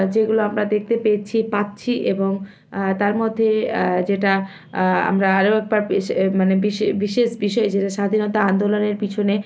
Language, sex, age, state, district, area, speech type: Bengali, female, 18-30, West Bengal, Malda, rural, spontaneous